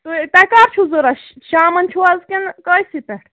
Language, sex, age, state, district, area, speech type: Kashmiri, female, 45-60, Jammu and Kashmir, Ganderbal, rural, conversation